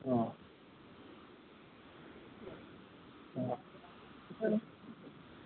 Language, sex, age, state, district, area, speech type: Gujarati, male, 18-30, Gujarat, Anand, rural, conversation